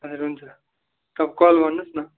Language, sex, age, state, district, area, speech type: Nepali, male, 18-30, West Bengal, Darjeeling, rural, conversation